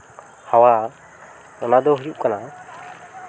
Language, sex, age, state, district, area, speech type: Santali, male, 18-30, West Bengal, Purba Bardhaman, rural, spontaneous